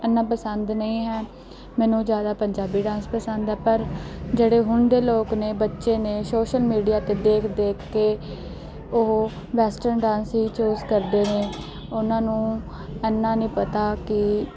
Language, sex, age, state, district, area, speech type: Punjabi, female, 18-30, Punjab, Mansa, urban, spontaneous